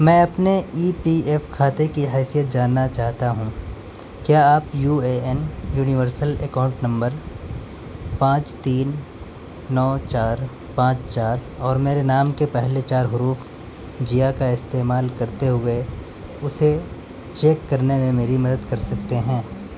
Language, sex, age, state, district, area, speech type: Urdu, male, 18-30, Delhi, North West Delhi, urban, read